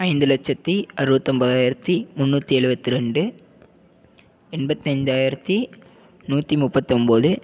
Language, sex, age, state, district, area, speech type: Tamil, male, 30-45, Tamil Nadu, Tiruvarur, rural, spontaneous